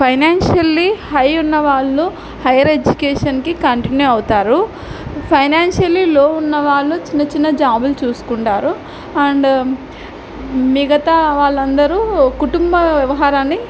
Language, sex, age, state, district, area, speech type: Telugu, female, 18-30, Andhra Pradesh, Nandyal, urban, spontaneous